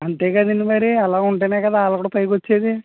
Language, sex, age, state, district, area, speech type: Telugu, male, 30-45, Andhra Pradesh, Konaseema, rural, conversation